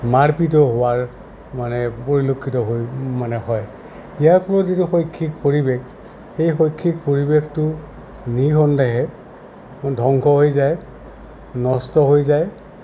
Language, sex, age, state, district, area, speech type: Assamese, male, 60+, Assam, Goalpara, urban, spontaneous